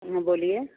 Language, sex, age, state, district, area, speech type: Urdu, female, 30-45, Uttar Pradesh, Ghaziabad, rural, conversation